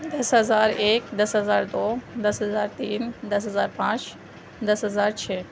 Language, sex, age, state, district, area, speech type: Urdu, female, 45-60, Delhi, Central Delhi, rural, spontaneous